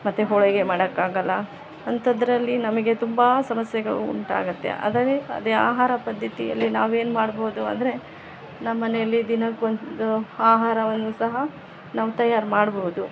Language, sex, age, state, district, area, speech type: Kannada, female, 30-45, Karnataka, Vijayanagara, rural, spontaneous